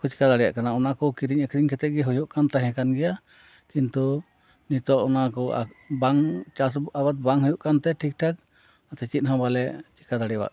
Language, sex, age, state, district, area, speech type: Santali, male, 60+, West Bengal, Purba Bardhaman, rural, spontaneous